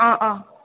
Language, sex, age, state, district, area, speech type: Assamese, female, 30-45, Assam, Goalpara, urban, conversation